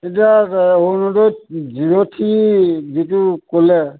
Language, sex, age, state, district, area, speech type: Assamese, male, 45-60, Assam, Majuli, rural, conversation